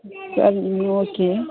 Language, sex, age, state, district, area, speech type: Tamil, female, 45-60, Tamil Nadu, Ariyalur, rural, conversation